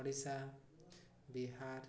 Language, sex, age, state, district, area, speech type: Odia, male, 18-30, Odisha, Mayurbhanj, rural, spontaneous